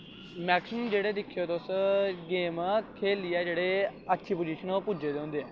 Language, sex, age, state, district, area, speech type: Dogri, male, 18-30, Jammu and Kashmir, Samba, rural, spontaneous